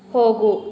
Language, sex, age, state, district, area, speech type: Kannada, female, 18-30, Karnataka, Mysore, urban, read